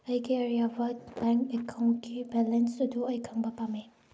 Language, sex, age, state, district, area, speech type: Manipuri, female, 18-30, Manipur, Thoubal, rural, read